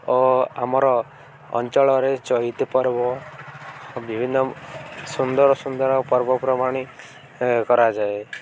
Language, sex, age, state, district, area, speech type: Odia, male, 18-30, Odisha, Koraput, urban, spontaneous